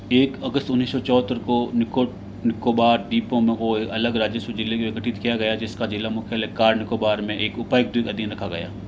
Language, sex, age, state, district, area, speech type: Hindi, male, 60+, Rajasthan, Jodhpur, urban, read